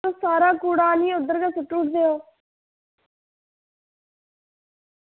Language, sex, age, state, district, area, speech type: Dogri, female, 45-60, Jammu and Kashmir, Reasi, urban, conversation